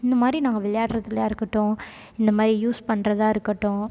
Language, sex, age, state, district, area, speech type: Tamil, female, 18-30, Tamil Nadu, Tiruchirappalli, rural, spontaneous